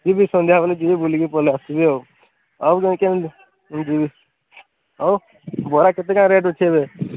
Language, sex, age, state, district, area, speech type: Odia, male, 30-45, Odisha, Sambalpur, rural, conversation